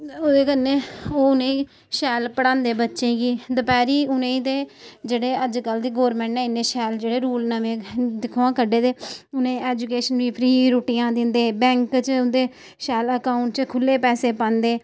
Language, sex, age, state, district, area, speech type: Dogri, female, 30-45, Jammu and Kashmir, Samba, rural, spontaneous